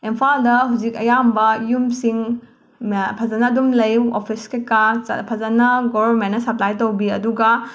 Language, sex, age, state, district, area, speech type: Manipuri, female, 30-45, Manipur, Imphal West, rural, spontaneous